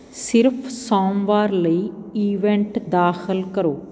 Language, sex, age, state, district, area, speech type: Punjabi, female, 45-60, Punjab, Patiala, rural, read